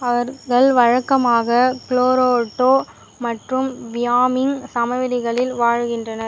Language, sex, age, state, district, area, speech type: Tamil, female, 18-30, Tamil Nadu, Vellore, urban, read